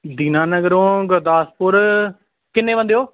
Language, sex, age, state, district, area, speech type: Punjabi, male, 18-30, Punjab, Gurdaspur, rural, conversation